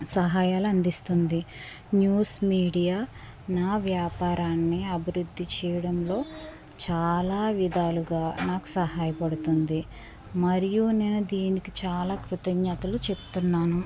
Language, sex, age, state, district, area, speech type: Telugu, female, 18-30, Andhra Pradesh, West Godavari, rural, spontaneous